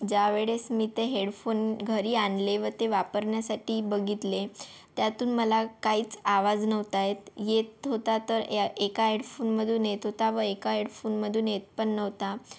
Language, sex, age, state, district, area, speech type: Marathi, female, 30-45, Maharashtra, Yavatmal, rural, spontaneous